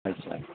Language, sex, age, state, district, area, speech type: Marathi, male, 60+, Maharashtra, Palghar, rural, conversation